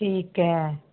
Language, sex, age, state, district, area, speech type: Punjabi, female, 30-45, Punjab, Muktsar, urban, conversation